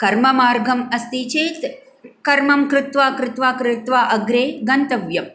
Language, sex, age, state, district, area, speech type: Sanskrit, female, 45-60, Tamil Nadu, Coimbatore, urban, spontaneous